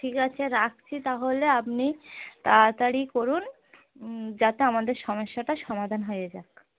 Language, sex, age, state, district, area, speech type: Bengali, female, 30-45, West Bengal, Darjeeling, urban, conversation